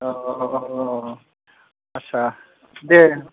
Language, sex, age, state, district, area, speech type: Bodo, male, 45-60, Assam, Chirang, urban, conversation